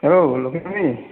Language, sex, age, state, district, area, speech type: Assamese, male, 60+, Assam, Majuli, urban, conversation